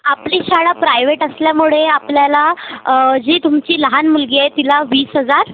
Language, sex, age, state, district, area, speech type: Marathi, female, 30-45, Maharashtra, Nagpur, rural, conversation